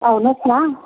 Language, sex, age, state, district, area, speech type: Nepali, female, 30-45, West Bengal, Darjeeling, rural, conversation